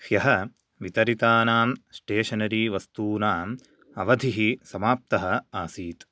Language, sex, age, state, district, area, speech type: Sanskrit, male, 18-30, Karnataka, Chikkamagaluru, urban, read